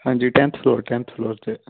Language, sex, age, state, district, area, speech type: Punjabi, male, 18-30, Punjab, Fazilka, rural, conversation